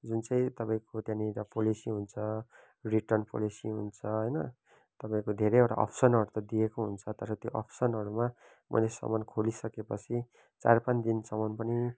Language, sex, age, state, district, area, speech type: Nepali, male, 30-45, West Bengal, Kalimpong, rural, spontaneous